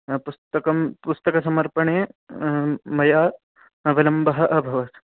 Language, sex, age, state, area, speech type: Sanskrit, male, 18-30, Haryana, urban, conversation